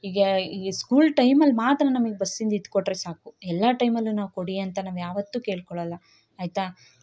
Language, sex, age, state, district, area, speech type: Kannada, female, 30-45, Karnataka, Chikkamagaluru, rural, spontaneous